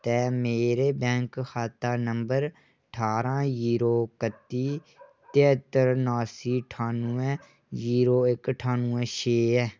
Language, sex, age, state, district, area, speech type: Dogri, male, 18-30, Jammu and Kashmir, Kathua, rural, read